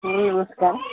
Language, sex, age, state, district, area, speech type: Odia, female, 60+, Odisha, Gajapati, rural, conversation